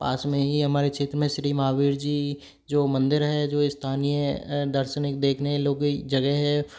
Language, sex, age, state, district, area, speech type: Hindi, male, 30-45, Rajasthan, Karauli, rural, spontaneous